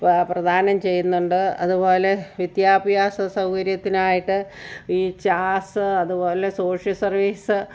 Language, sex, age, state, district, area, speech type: Malayalam, female, 60+, Kerala, Kottayam, rural, spontaneous